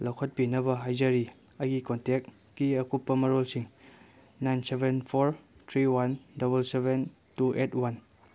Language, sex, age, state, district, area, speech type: Manipuri, male, 18-30, Manipur, Kangpokpi, urban, read